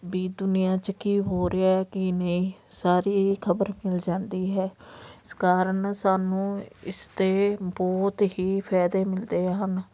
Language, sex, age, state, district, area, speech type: Punjabi, female, 45-60, Punjab, Patiala, rural, spontaneous